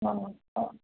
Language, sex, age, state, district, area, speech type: Odia, male, 60+, Odisha, Gajapati, rural, conversation